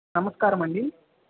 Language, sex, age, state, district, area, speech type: Telugu, male, 18-30, Andhra Pradesh, Sri Balaji, rural, conversation